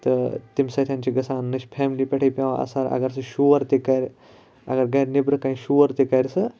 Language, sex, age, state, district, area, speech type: Kashmiri, male, 18-30, Jammu and Kashmir, Ganderbal, rural, spontaneous